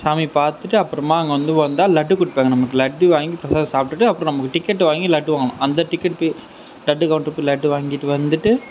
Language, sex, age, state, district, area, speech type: Tamil, male, 45-60, Tamil Nadu, Sivaganga, urban, spontaneous